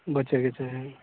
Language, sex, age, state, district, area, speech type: Maithili, male, 30-45, Bihar, Sitamarhi, rural, conversation